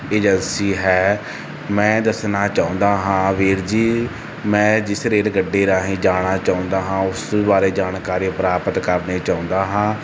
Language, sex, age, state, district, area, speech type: Punjabi, male, 30-45, Punjab, Barnala, rural, spontaneous